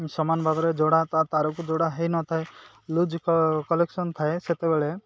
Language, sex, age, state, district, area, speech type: Odia, male, 30-45, Odisha, Malkangiri, urban, spontaneous